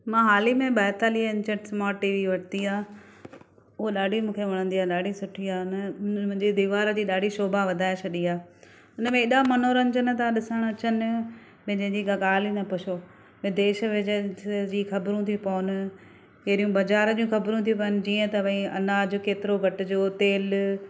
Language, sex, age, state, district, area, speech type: Sindhi, female, 45-60, Maharashtra, Thane, urban, spontaneous